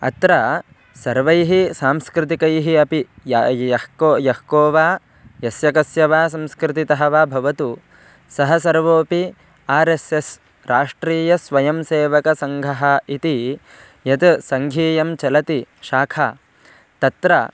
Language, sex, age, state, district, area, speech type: Sanskrit, male, 18-30, Karnataka, Bangalore Rural, rural, spontaneous